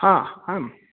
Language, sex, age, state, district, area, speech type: Sanskrit, male, 18-30, Karnataka, Uttara Kannada, rural, conversation